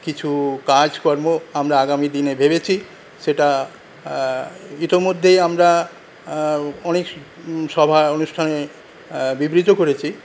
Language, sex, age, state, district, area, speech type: Bengali, male, 45-60, West Bengal, Paschim Bardhaman, rural, spontaneous